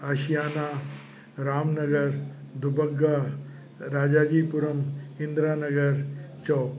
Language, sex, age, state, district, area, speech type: Sindhi, male, 60+, Uttar Pradesh, Lucknow, urban, spontaneous